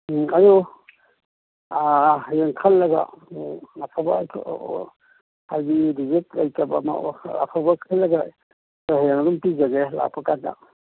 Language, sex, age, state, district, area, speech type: Manipuri, male, 60+, Manipur, Imphal East, urban, conversation